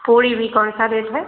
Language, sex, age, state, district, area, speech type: Hindi, female, 60+, Uttar Pradesh, Ayodhya, rural, conversation